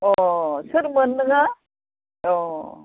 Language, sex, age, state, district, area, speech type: Bodo, female, 45-60, Assam, Baksa, rural, conversation